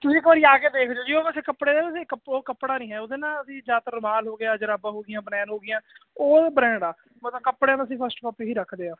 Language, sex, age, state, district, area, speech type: Punjabi, male, 18-30, Punjab, Hoshiarpur, rural, conversation